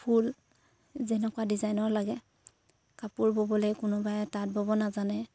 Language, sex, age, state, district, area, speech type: Assamese, female, 18-30, Assam, Sivasagar, rural, spontaneous